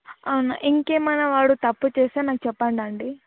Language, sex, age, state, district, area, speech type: Telugu, female, 18-30, Telangana, Vikarabad, urban, conversation